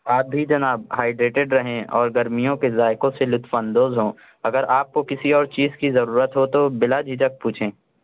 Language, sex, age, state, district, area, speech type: Urdu, male, 60+, Maharashtra, Nashik, urban, conversation